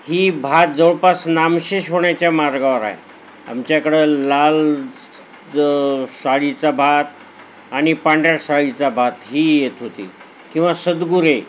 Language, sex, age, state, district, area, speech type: Marathi, male, 60+, Maharashtra, Nanded, urban, spontaneous